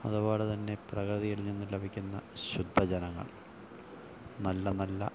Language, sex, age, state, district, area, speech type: Malayalam, male, 45-60, Kerala, Thiruvananthapuram, rural, spontaneous